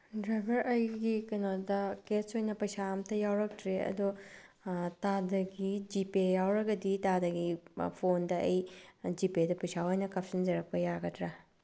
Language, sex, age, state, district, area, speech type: Manipuri, female, 45-60, Manipur, Bishnupur, rural, spontaneous